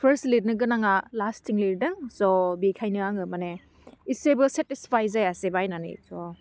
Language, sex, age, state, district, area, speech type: Bodo, female, 18-30, Assam, Udalguri, urban, spontaneous